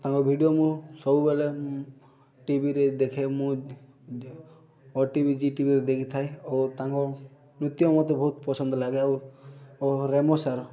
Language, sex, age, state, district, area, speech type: Odia, male, 18-30, Odisha, Rayagada, urban, spontaneous